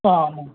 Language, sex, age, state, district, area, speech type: Tamil, male, 30-45, Tamil Nadu, Perambalur, urban, conversation